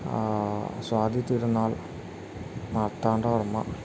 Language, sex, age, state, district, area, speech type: Malayalam, male, 30-45, Kerala, Wayanad, rural, spontaneous